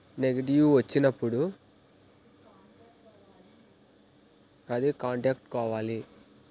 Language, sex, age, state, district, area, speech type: Telugu, male, 18-30, Andhra Pradesh, Krishna, urban, spontaneous